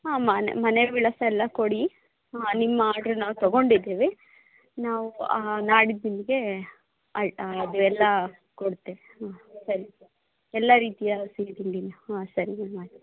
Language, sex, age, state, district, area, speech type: Kannada, female, 30-45, Karnataka, Shimoga, rural, conversation